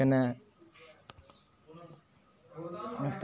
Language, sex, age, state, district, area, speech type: Dogri, male, 18-30, Jammu and Kashmir, Kathua, rural, spontaneous